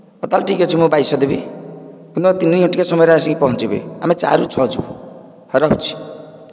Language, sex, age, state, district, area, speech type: Odia, male, 45-60, Odisha, Nayagarh, rural, spontaneous